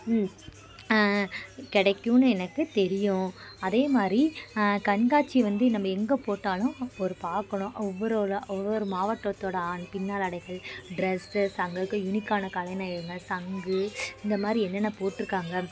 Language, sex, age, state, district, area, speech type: Tamil, female, 18-30, Tamil Nadu, Madurai, urban, spontaneous